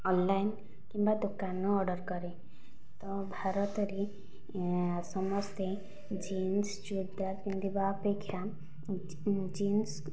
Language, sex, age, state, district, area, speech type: Odia, female, 45-60, Odisha, Nayagarh, rural, spontaneous